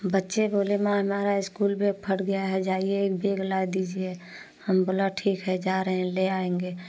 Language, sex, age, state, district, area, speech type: Hindi, female, 45-60, Uttar Pradesh, Prayagraj, rural, spontaneous